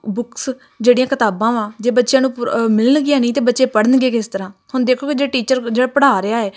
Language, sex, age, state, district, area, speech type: Punjabi, female, 18-30, Punjab, Tarn Taran, rural, spontaneous